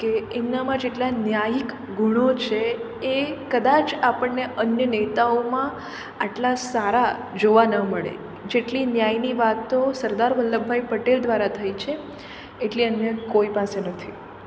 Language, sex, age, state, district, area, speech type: Gujarati, female, 18-30, Gujarat, Surat, urban, spontaneous